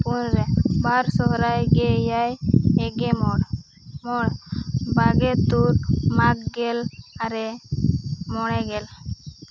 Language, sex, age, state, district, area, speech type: Santali, female, 18-30, Jharkhand, Seraikela Kharsawan, rural, spontaneous